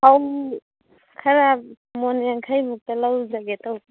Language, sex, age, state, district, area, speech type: Manipuri, female, 45-60, Manipur, Churachandpur, rural, conversation